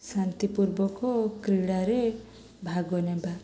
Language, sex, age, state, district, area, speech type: Odia, female, 18-30, Odisha, Sundergarh, urban, spontaneous